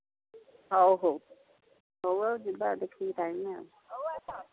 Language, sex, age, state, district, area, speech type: Odia, female, 45-60, Odisha, Angul, rural, conversation